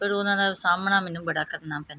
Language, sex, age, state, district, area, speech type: Punjabi, female, 45-60, Punjab, Gurdaspur, urban, spontaneous